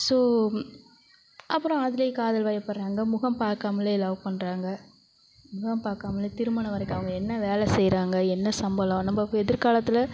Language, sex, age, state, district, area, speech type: Tamil, female, 45-60, Tamil Nadu, Thanjavur, rural, spontaneous